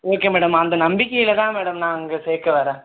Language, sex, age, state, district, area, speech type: Tamil, male, 18-30, Tamil Nadu, Tiruvallur, rural, conversation